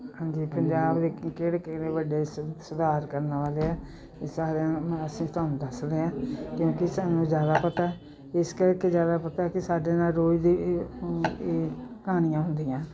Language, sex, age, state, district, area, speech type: Punjabi, female, 60+, Punjab, Jalandhar, urban, spontaneous